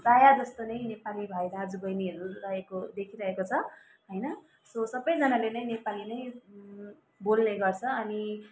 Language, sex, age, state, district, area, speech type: Nepali, female, 30-45, West Bengal, Kalimpong, rural, spontaneous